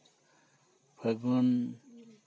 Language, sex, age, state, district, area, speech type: Santali, male, 60+, West Bengal, Purba Bardhaman, rural, spontaneous